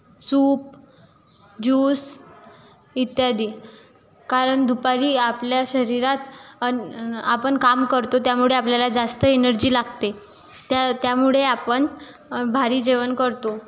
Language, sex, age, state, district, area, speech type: Marathi, female, 18-30, Maharashtra, Washim, rural, spontaneous